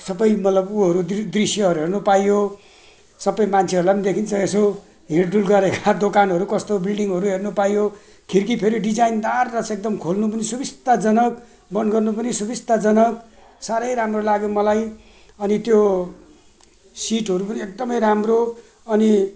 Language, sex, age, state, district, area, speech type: Nepali, male, 60+, West Bengal, Jalpaiguri, rural, spontaneous